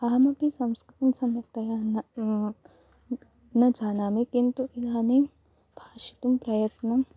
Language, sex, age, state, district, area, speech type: Sanskrit, female, 18-30, Kerala, Kasaragod, rural, spontaneous